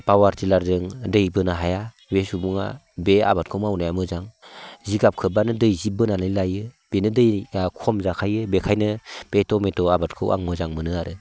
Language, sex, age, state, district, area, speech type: Bodo, male, 45-60, Assam, Baksa, rural, spontaneous